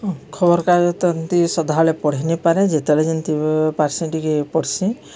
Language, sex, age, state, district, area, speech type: Odia, female, 45-60, Odisha, Subarnapur, urban, spontaneous